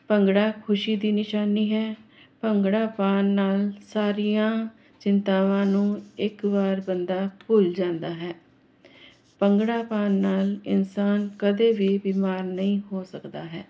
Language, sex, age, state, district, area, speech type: Punjabi, female, 45-60, Punjab, Jalandhar, urban, spontaneous